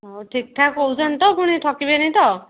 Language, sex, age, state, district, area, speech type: Odia, female, 30-45, Odisha, Kendujhar, urban, conversation